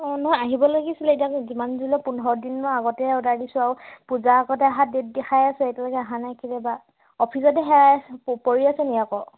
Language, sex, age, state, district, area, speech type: Assamese, female, 18-30, Assam, Majuli, urban, conversation